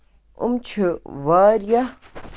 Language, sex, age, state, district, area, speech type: Kashmiri, male, 18-30, Jammu and Kashmir, Kupwara, rural, spontaneous